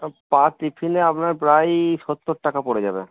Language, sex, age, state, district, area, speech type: Bengali, male, 45-60, West Bengal, Purba Bardhaman, rural, conversation